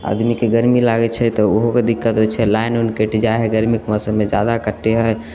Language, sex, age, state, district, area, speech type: Maithili, male, 18-30, Bihar, Samastipur, urban, spontaneous